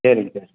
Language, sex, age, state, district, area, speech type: Tamil, male, 30-45, Tamil Nadu, Salem, urban, conversation